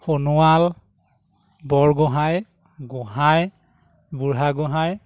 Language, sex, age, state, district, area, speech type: Assamese, male, 18-30, Assam, Majuli, urban, spontaneous